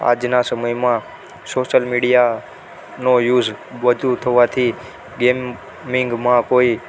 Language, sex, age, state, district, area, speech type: Gujarati, male, 18-30, Gujarat, Ahmedabad, urban, spontaneous